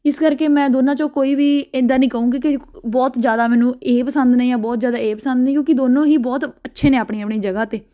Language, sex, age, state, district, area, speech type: Punjabi, female, 18-30, Punjab, Ludhiana, urban, spontaneous